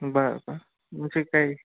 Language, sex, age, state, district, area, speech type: Marathi, male, 18-30, Maharashtra, Jalna, urban, conversation